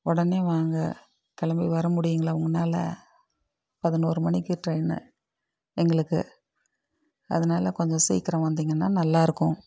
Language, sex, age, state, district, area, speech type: Tamil, female, 60+, Tamil Nadu, Dharmapuri, urban, spontaneous